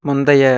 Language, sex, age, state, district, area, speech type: Tamil, male, 18-30, Tamil Nadu, Erode, rural, read